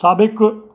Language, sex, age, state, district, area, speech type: Sindhi, male, 45-60, Maharashtra, Thane, urban, read